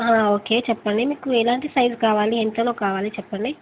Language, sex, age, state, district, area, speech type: Telugu, female, 18-30, Telangana, Wanaparthy, urban, conversation